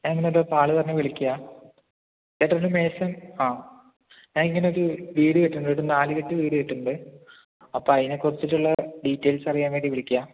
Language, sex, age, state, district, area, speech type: Malayalam, male, 18-30, Kerala, Palakkad, urban, conversation